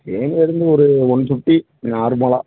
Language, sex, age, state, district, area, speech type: Tamil, male, 45-60, Tamil Nadu, Theni, rural, conversation